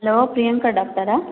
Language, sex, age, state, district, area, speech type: Kannada, female, 18-30, Karnataka, Kolar, rural, conversation